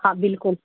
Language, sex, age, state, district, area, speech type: Urdu, female, 45-60, Bihar, Gaya, urban, conversation